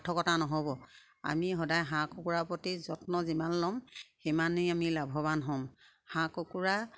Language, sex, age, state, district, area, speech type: Assamese, female, 60+, Assam, Sivasagar, rural, spontaneous